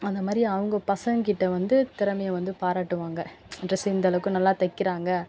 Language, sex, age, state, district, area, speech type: Tamil, female, 18-30, Tamil Nadu, Cuddalore, urban, spontaneous